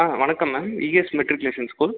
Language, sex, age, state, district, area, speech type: Tamil, male, 30-45, Tamil Nadu, Viluppuram, urban, conversation